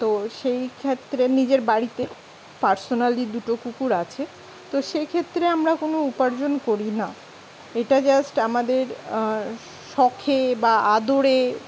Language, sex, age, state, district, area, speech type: Bengali, female, 30-45, West Bengal, Dakshin Dinajpur, urban, spontaneous